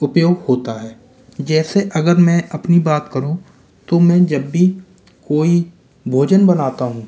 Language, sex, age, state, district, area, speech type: Hindi, male, 30-45, Rajasthan, Jaipur, rural, spontaneous